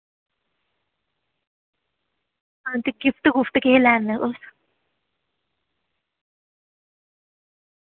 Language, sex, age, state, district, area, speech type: Dogri, female, 18-30, Jammu and Kashmir, Udhampur, urban, conversation